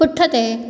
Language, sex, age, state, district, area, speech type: Sindhi, female, 18-30, Gujarat, Junagadh, urban, read